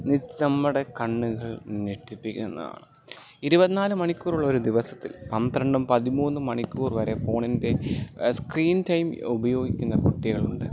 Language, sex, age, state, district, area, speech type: Malayalam, male, 30-45, Kerala, Alappuzha, rural, spontaneous